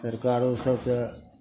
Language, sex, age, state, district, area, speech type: Maithili, male, 60+, Bihar, Madhepura, rural, spontaneous